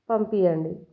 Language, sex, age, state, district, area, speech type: Telugu, female, 30-45, Telangana, Jagtial, rural, spontaneous